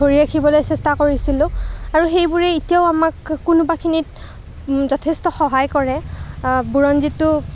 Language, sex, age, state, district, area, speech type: Assamese, female, 30-45, Assam, Kamrup Metropolitan, urban, spontaneous